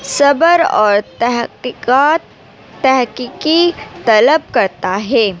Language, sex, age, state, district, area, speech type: Urdu, female, 18-30, Delhi, North East Delhi, urban, spontaneous